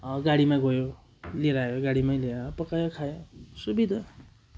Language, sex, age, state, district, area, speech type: Nepali, male, 18-30, West Bengal, Darjeeling, rural, spontaneous